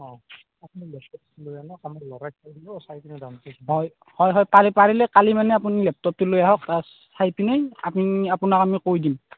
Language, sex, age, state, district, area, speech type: Assamese, male, 18-30, Assam, Nalbari, rural, conversation